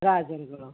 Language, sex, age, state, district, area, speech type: Kannada, female, 30-45, Karnataka, Gulbarga, urban, conversation